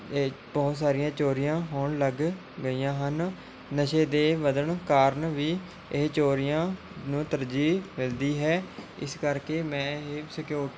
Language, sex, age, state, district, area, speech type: Punjabi, male, 18-30, Punjab, Mohali, rural, spontaneous